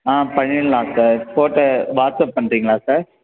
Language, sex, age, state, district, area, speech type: Tamil, male, 18-30, Tamil Nadu, Thanjavur, rural, conversation